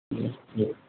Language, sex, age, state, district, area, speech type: Urdu, male, 18-30, Bihar, Purnia, rural, conversation